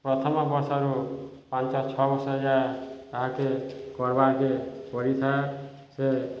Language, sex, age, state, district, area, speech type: Odia, male, 30-45, Odisha, Balangir, urban, spontaneous